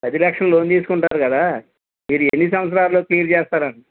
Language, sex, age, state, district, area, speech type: Telugu, male, 60+, Andhra Pradesh, Krishna, rural, conversation